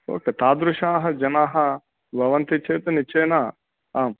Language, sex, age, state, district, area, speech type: Sanskrit, male, 45-60, Telangana, Karimnagar, urban, conversation